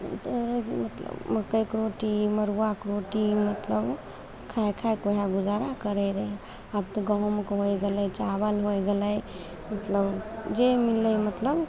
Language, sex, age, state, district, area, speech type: Maithili, female, 18-30, Bihar, Begusarai, rural, spontaneous